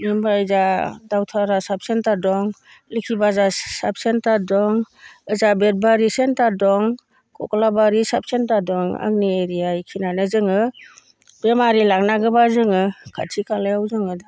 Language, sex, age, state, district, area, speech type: Bodo, female, 60+, Assam, Baksa, rural, spontaneous